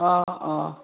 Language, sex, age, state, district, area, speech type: Assamese, female, 45-60, Assam, Udalguri, rural, conversation